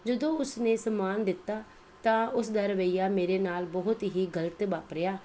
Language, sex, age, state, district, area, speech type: Punjabi, female, 45-60, Punjab, Pathankot, rural, spontaneous